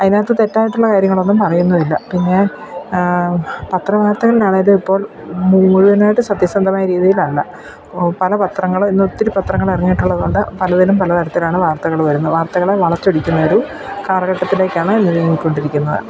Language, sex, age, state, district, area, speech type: Malayalam, female, 45-60, Kerala, Idukki, rural, spontaneous